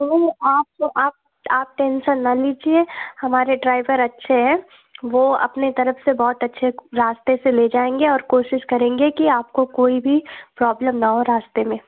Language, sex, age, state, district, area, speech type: Hindi, female, 30-45, Madhya Pradesh, Gwalior, rural, conversation